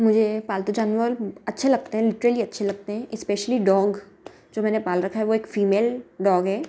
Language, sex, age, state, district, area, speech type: Hindi, female, 18-30, Madhya Pradesh, Ujjain, urban, spontaneous